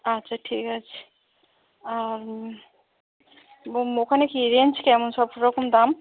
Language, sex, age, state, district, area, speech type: Bengali, female, 45-60, West Bengal, Hooghly, rural, conversation